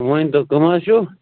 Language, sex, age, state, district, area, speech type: Kashmiri, male, 18-30, Jammu and Kashmir, Pulwama, rural, conversation